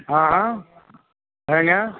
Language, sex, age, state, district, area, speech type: Urdu, male, 60+, Delhi, Central Delhi, rural, conversation